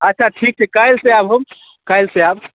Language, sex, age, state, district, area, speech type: Maithili, other, 18-30, Bihar, Madhubani, rural, conversation